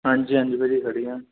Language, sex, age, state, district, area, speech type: Punjabi, male, 18-30, Punjab, Mohali, rural, conversation